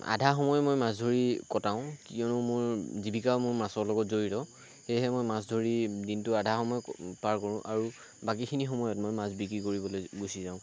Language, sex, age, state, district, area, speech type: Assamese, male, 18-30, Assam, Lakhimpur, rural, spontaneous